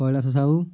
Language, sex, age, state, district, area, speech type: Odia, male, 30-45, Odisha, Kendujhar, urban, spontaneous